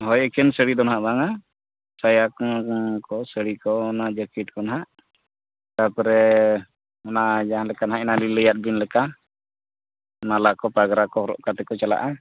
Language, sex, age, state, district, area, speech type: Santali, male, 45-60, Odisha, Mayurbhanj, rural, conversation